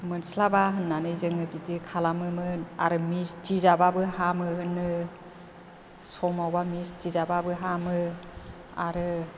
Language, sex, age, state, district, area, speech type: Bodo, female, 60+, Assam, Chirang, rural, spontaneous